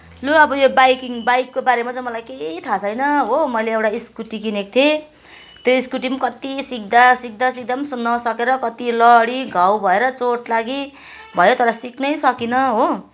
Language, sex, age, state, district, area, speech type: Nepali, female, 45-60, West Bengal, Kalimpong, rural, spontaneous